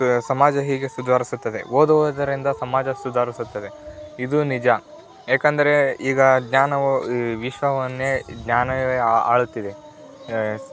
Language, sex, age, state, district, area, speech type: Kannada, male, 18-30, Karnataka, Tumkur, rural, spontaneous